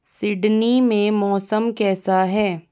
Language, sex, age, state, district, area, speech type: Hindi, female, 45-60, Rajasthan, Jaipur, urban, read